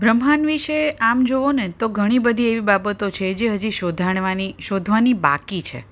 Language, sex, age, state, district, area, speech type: Gujarati, female, 45-60, Gujarat, Ahmedabad, urban, spontaneous